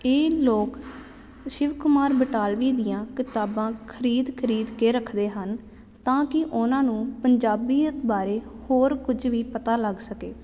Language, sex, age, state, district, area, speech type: Punjabi, female, 18-30, Punjab, Jalandhar, urban, spontaneous